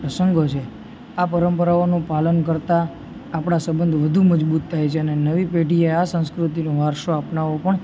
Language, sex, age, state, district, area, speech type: Gujarati, male, 18-30, Gujarat, Junagadh, urban, spontaneous